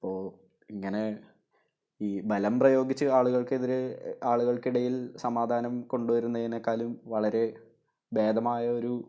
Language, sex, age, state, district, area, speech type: Malayalam, male, 18-30, Kerala, Thrissur, urban, spontaneous